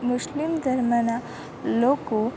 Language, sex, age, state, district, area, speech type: Gujarati, female, 18-30, Gujarat, Valsad, rural, spontaneous